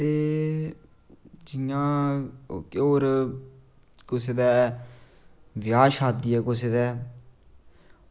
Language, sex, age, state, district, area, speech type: Dogri, male, 18-30, Jammu and Kashmir, Samba, rural, spontaneous